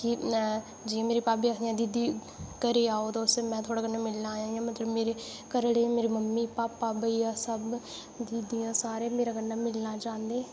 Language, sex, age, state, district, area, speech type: Dogri, female, 18-30, Jammu and Kashmir, Udhampur, rural, spontaneous